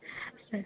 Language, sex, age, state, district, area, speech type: Tamil, female, 18-30, Tamil Nadu, Thanjavur, rural, conversation